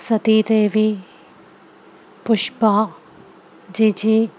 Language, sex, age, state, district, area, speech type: Malayalam, female, 30-45, Kerala, Palakkad, rural, spontaneous